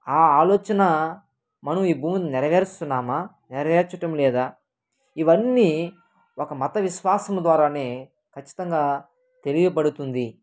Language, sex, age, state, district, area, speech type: Telugu, male, 18-30, Andhra Pradesh, Kadapa, rural, spontaneous